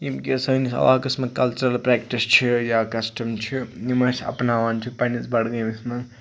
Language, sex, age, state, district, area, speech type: Kashmiri, male, 18-30, Jammu and Kashmir, Budgam, rural, spontaneous